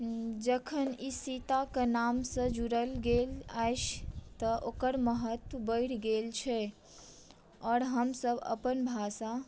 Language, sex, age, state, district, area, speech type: Maithili, female, 18-30, Bihar, Madhubani, rural, spontaneous